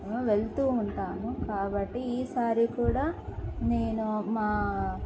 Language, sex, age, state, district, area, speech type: Telugu, female, 18-30, Andhra Pradesh, Kadapa, urban, spontaneous